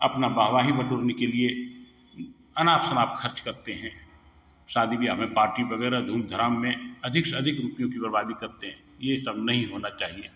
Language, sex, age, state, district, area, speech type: Hindi, male, 60+, Bihar, Begusarai, urban, spontaneous